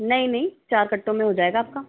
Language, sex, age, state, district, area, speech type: Hindi, female, 60+, Rajasthan, Jaipur, urban, conversation